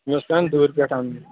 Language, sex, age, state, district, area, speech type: Kashmiri, male, 18-30, Jammu and Kashmir, Kulgam, rural, conversation